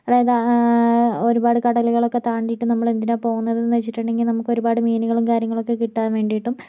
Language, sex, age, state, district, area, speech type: Malayalam, female, 45-60, Kerala, Kozhikode, urban, spontaneous